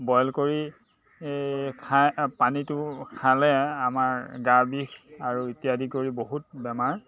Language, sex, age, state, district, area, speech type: Assamese, male, 60+, Assam, Dhemaji, urban, spontaneous